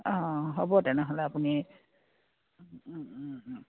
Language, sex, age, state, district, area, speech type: Assamese, female, 60+, Assam, Dibrugarh, rural, conversation